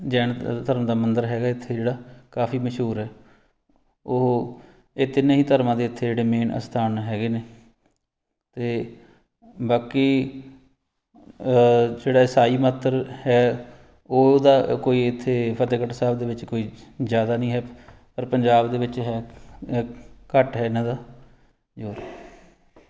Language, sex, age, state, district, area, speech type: Punjabi, male, 45-60, Punjab, Fatehgarh Sahib, urban, spontaneous